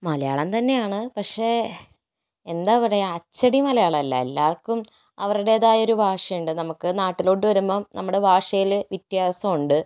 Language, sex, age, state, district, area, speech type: Malayalam, female, 30-45, Kerala, Kozhikode, urban, spontaneous